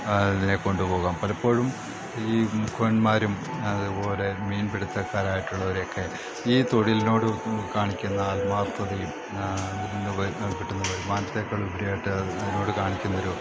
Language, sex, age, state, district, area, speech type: Malayalam, male, 60+, Kerala, Idukki, rural, spontaneous